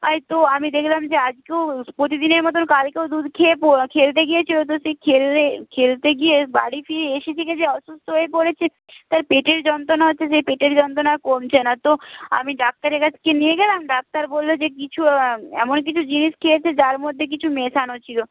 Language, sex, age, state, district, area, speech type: Bengali, female, 30-45, West Bengal, Nadia, rural, conversation